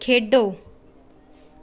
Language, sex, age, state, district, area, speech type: Punjabi, female, 18-30, Punjab, Bathinda, rural, read